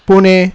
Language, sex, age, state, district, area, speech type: Urdu, male, 30-45, Maharashtra, Nashik, urban, spontaneous